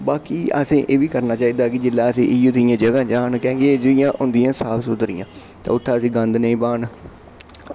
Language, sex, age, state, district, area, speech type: Dogri, male, 18-30, Jammu and Kashmir, Kathua, rural, spontaneous